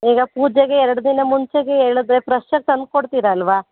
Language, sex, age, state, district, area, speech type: Kannada, female, 30-45, Karnataka, Mandya, urban, conversation